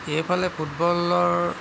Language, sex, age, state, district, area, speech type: Assamese, male, 60+, Assam, Tinsukia, rural, spontaneous